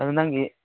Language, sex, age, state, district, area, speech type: Manipuri, male, 18-30, Manipur, Kangpokpi, urban, conversation